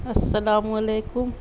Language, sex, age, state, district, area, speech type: Urdu, female, 60+, Bihar, Gaya, urban, spontaneous